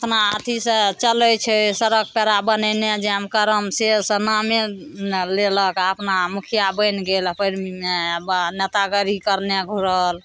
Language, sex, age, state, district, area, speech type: Maithili, female, 45-60, Bihar, Madhepura, urban, spontaneous